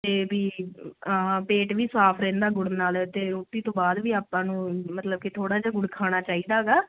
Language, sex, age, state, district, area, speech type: Punjabi, female, 18-30, Punjab, Muktsar, urban, conversation